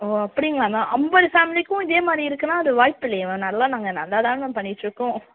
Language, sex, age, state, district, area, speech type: Tamil, female, 18-30, Tamil Nadu, Thanjavur, urban, conversation